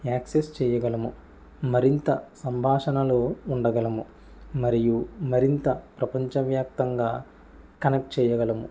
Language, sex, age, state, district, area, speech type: Telugu, male, 18-30, Andhra Pradesh, Kakinada, rural, spontaneous